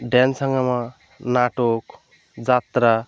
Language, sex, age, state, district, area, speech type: Bengali, male, 18-30, West Bengal, Birbhum, urban, spontaneous